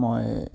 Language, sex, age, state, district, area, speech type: Assamese, male, 18-30, Assam, Barpeta, rural, spontaneous